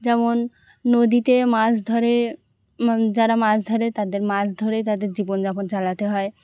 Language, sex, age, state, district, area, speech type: Bengali, female, 18-30, West Bengal, Birbhum, urban, spontaneous